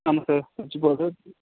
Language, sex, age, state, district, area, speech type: Tamil, male, 18-30, Tamil Nadu, Dharmapuri, rural, conversation